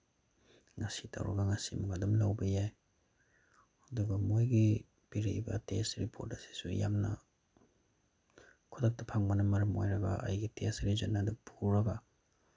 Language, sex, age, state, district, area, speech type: Manipuri, male, 30-45, Manipur, Bishnupur, rural, spontaneous